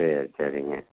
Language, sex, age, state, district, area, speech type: Tamil, male, 60+, Tamil Nadu, Tiruppur, rural, conversation